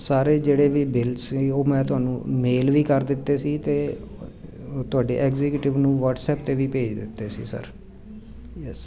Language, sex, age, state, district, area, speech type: Punjabi, male, 45-60, Punjab, Jalandhar, urban, spontaneous